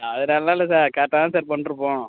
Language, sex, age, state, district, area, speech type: Tamil, male, 18-30, Tamil Nadu, Cuddalore, rural, conversation